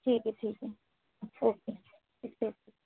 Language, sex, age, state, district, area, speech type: Urdu, female, 18-30, Delhi, North West Delhi, urban, conversation